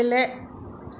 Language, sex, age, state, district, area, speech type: Bodo, female, 60+, Assam, Kokrajhar, urban, read